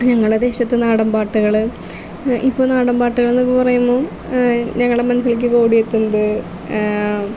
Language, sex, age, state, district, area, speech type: Malayalam, female, 18-30, Kerala, Thrissur, rural, spontaneous